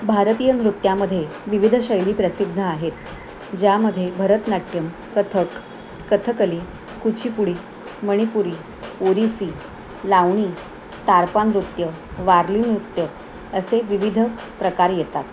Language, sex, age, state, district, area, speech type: Marathi, female, 45-60, Maharashtra, Thane, rural, spontaneous